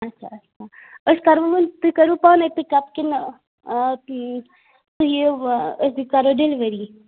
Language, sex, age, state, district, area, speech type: Kashmiri, female, 30-45, Jammu and Kashmir, Ganderbal, rural, conversation